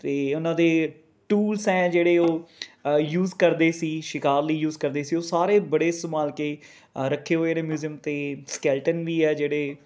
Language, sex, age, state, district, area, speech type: Punjabi, male, 30-45, Punjab, Rupnagar, urban, spontaneous